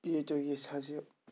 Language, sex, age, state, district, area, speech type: Kashmiri, male, 30-45, Jammu and Kashmir, Shopian, rural, spontaneous